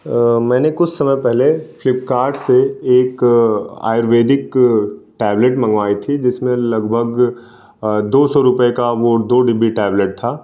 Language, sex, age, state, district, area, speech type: Hindi, male, 18-30, Delhi, New Delhi, urban, spontaneous